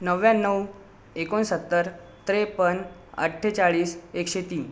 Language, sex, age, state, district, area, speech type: Marathi, male, 18-30, Maharashtra, Buldhana, urban, spontaneous